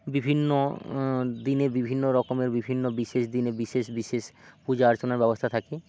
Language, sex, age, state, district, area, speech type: Bengali, male, 45-60, West Bengal, Hooghly, urban, spontaneous